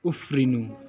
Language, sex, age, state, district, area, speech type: Nepali, male, 18-30, West Bengal, Darjeeling, urban, read